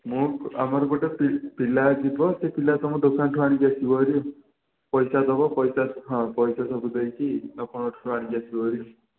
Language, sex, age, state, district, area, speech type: Odia, male, 30-45, Odisha, Puri, urban, conversation